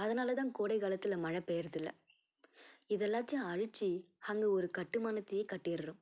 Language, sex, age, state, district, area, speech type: Tamil, female, 18-30, Tamil Nadu, Tiruvallur, rural, spontaneous